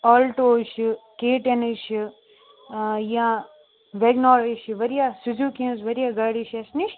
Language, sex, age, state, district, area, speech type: Kashmiri, male, 18-30, Jammu and Kashmir, Kupwara, rural, conversation